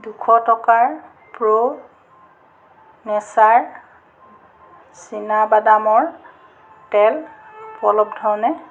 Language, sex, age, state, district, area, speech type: Assamese, female, 45-60, Assam, Jorhat, urban, read